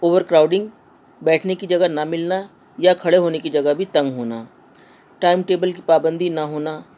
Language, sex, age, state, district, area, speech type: Urdu, female, 60+, Delhi, North East Delhi, urban, spontaneous